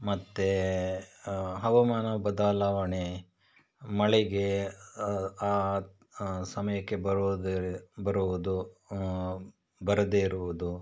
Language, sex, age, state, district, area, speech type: Kannada, male, 30-45, Karnataka, Shimoga, rural, spontaneous